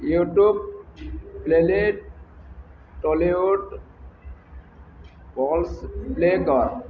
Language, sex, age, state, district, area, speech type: Odia, male, 60+, Odisha, Balangir, urban, read